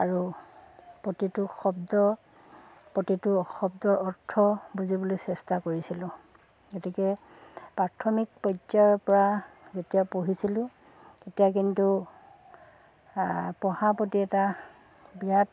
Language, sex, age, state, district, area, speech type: Assamese, female, 45-60, Assam, Dhemaji, urban, spontaneous